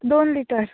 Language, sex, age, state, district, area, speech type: Goan Konkani, female, 18-30, Goa, Ponda, rural, conversation